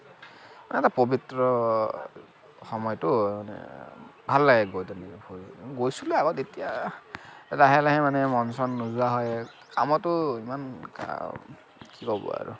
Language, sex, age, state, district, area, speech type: Assamese, male, 45-60, Assam, Kamrup Metropolitan, urban, spontaneous